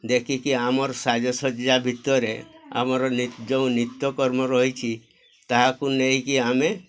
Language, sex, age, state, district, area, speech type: Odia, male, 60+, Odisha, Mayurbhanj, rural, spontaneous